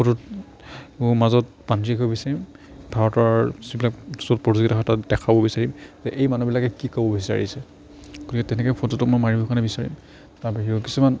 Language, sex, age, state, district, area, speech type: Assamese, male, 45-60, Assam, Morigaon, rural, spontaneous